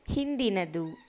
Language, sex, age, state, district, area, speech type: Kannada, female, 30-45, Karnataka, Tumkur, rural, read